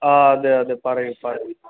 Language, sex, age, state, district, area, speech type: Malayalam, male, 30-45, Kerala, Alappuzha, rural, conversation